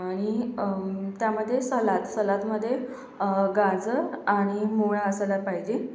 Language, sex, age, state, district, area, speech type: Marathi, female, 45-60, Maharashtra, Yavatmal, urban, spontaneous